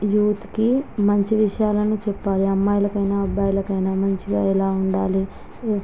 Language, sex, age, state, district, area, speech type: Telugu, female, 30-45, Andhra Pradesh, Visakhapatnam, urban, spontaneous